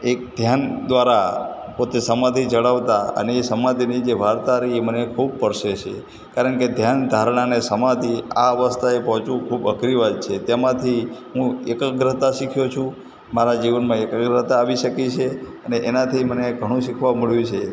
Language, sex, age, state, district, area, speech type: Gujarati, male, 60+, Gujarat, Morbi, urban, spontaneous